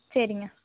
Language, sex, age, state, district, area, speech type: Tamil, female, 18-30, Tamil Nadu, Coimbatore, rural, conversation